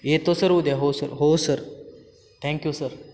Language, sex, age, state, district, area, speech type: Marathi, male, 18-30, Maharashtra, Satara, urban, spontaneous